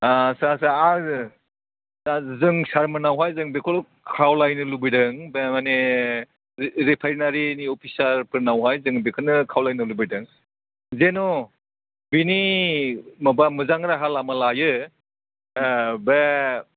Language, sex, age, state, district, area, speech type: Bodo, male, 60+, Assam, Chirang, urban, conversation